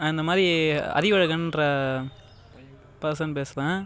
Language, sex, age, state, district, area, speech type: Tamil, male, 30-45, Tamil Nadu, Cuddalore, rural, spontaneous